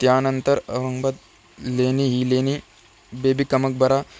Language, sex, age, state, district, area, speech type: Marathi, male, 18-30, Maharashtra, Aurangabad, rural, spontaneous